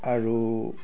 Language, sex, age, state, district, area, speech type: Assamese, male, 60+, Assam, Dibrugarh, urban, spontaneous